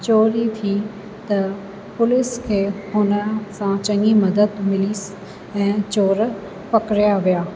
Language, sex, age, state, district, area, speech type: Sindhi, female, 45-60, Rajasthan, Ajmer, urban, spontaneous